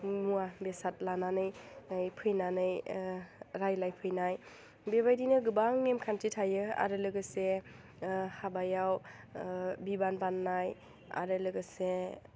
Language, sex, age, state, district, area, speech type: Bodo, female, 18-30, Assam, Udalguri, rural, spontaneous